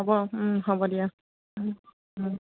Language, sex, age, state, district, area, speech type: Assamese, female, 18-30, Assam, Nagaon, rural, conversation